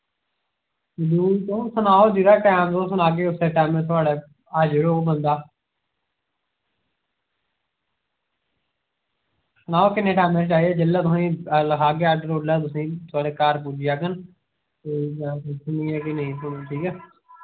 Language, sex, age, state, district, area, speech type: Dogri, male, 18-30, Jammu and Kashmir, Jammu, rural, conversation